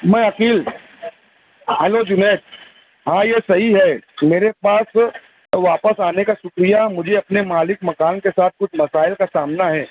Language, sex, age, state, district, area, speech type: Urdu, male, 45-60, Maharashtra, Nashik, urban, conversation